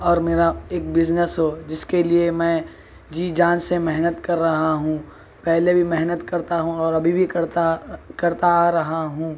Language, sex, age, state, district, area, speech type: Urdu, male, 45-60, Telangana, Hyderabad, urban, spontaneous